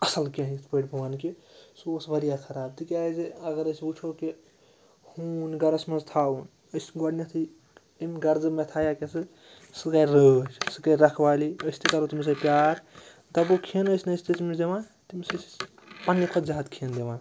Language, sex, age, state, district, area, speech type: Kashmiri, male, 30-45, Jammu and Kashmir, Srinagar, urban, spontaneous